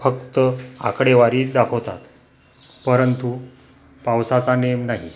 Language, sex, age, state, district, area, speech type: Marathi, male, 45-60, Maharashtra, Akola, rural, spontaneous